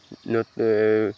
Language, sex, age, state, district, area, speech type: Assamese, male, 18-30, Assam, Majuli, urban, spontaneous